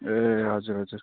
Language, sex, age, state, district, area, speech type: Nepali, male, 30-45, West Bengal, Jalpaiguri, rural, conversation